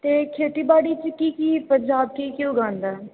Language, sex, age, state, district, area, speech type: Punjabi, female, 18-30, Punjab, Gurdaspur, urban, conversation